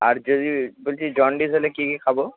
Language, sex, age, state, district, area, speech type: Bengali, male, 18-30, West Bengal, Purba Bardhaman, urban, conversation